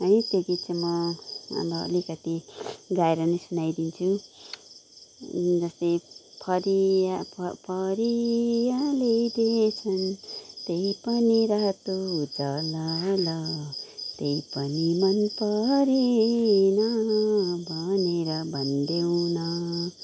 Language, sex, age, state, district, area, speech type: Nepali, female, 30-45, West Bengal, Kalimpong, rural, spontaneous